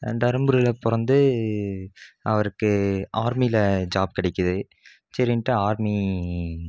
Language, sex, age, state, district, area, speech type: Tamil, male, 18-30, Tamil Nadu, Krishnagiri, rural, spontaneous